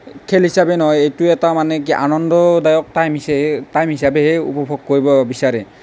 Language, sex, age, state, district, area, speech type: Assamese, male, 18-30, Assam, Nalbari, rural, spontaneous